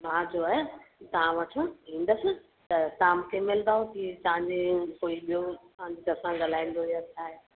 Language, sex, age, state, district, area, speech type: Sindhi, female, 45-60, Uttar Pradesh, Lucknow, rural, conversation